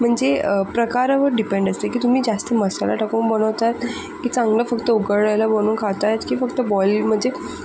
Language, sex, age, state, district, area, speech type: Marathi, female, 45-60, Maharashtra, Thane, urban, spontaneous